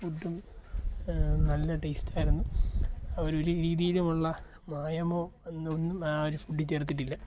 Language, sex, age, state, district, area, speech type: Malayalam, male, 18-30, Kerala, Alappuzha, rural, spontaneous